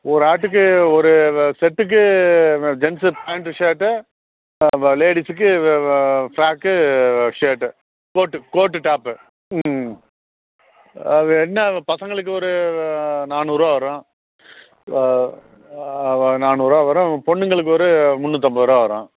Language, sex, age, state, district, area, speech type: Tamil, male, 45-60, Tamil Nadu, Thanjavur, urban, conversation